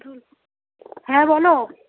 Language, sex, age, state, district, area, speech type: Bengali, female, 30-45, West Bengal, Darjeeling, rural, conversation